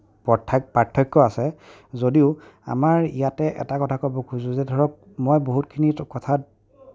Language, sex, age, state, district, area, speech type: Assamese, male, 30-45, Assam, Kamrup Metropolitan, urban, spontaneous